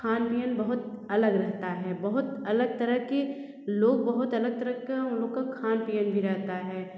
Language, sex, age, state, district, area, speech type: Hindi, female, 30-45, Uttar Pradesh, Bhadohi, urban, spontaneous